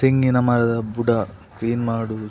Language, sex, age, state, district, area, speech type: Kannada, male, 30-45, Karnataka, Dakshina Kannada, rural, spontaneous